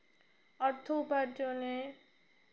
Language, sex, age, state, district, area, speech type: Bengali, female, 18-30, West Bengal, Dakshin Dinajpur, urban, spontaneous